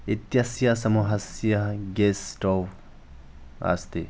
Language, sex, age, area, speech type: Sanskrit, male, 30-45, rural, spontaneous